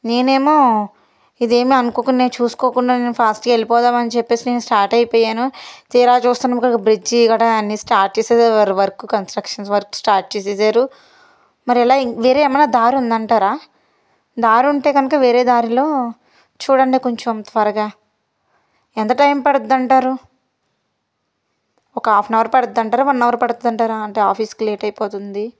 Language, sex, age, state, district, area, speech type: Telugu, female, 18-30, Andhra Pradesh, Palnadu, rural, spontaneous